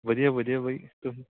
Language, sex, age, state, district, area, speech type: Punjabi, male, 18-30, Punjab, Patiala, rural, conversation